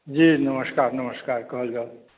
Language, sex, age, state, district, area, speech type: Maithili, male, 60+, Bihar, Saharsa, urban, conversation